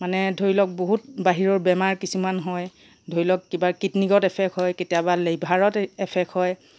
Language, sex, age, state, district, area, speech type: Assamese, female, 45-60, Assam, Charaideo, urban, spontaneous